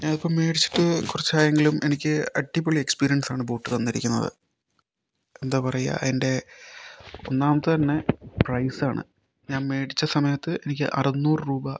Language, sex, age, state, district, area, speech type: Malayalam, male, 30-45, Kerala, Kozhikode, urban, spontaneous